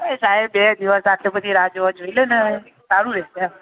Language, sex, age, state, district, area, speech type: Gujarati, male, 18-30, Gujarat, Aravalli, urban, conversation